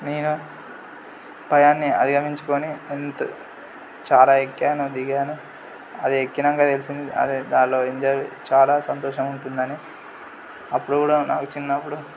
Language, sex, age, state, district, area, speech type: Telugu, male, 18-30, Telangana, Yadadri Bhuvanagiri, urban, spontaneous